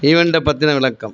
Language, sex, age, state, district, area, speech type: Tamil, male, 45-60, Tamil Nadu, Viluppuram, rural, read